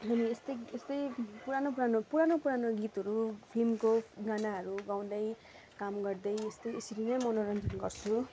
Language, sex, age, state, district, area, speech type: Nepali, female, 45-60, West Bengal, Darjeeling, rural, spontaneous